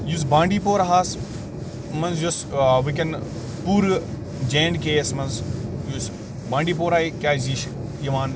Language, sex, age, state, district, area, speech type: Kashmiri, male, 45-60, Jammu and Kashmir, Bandipora, rural, spontaneous